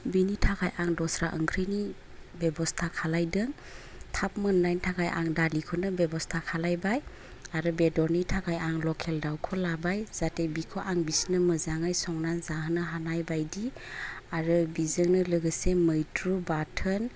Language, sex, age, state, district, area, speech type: Bodo, female, 30-45, Assam, Chirang, rural, spontaneous